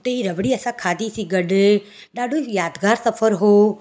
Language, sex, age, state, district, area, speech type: Sindhi, female, 30-45, Gujarat, Surat, urban, spontaneous